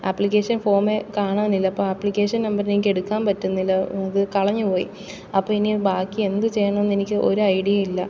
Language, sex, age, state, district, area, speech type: Malayalam, female, 18-30, Kerala, Thiruvananthapuram, urban, spontaneous